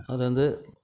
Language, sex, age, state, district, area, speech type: Tamil, male, 30-45, Tamil Nadu, Krishnagiri, rural, spontaneous